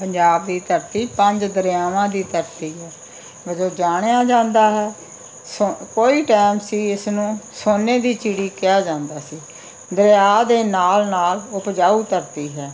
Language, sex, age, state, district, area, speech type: Punjabi, female, 60+, Punjab, Muktsar, urban, spontaneous